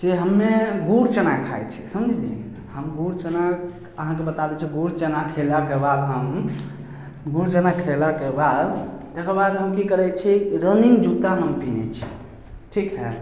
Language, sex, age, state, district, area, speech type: Maithili, male, 18-30, Bihar, Samastipur, rural, spontaneous